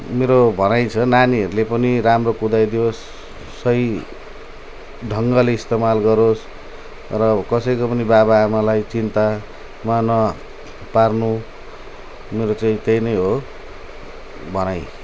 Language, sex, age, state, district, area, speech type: Nepali, male, 45-60, West Bengal, Jalpaiguri, rural, spontaneous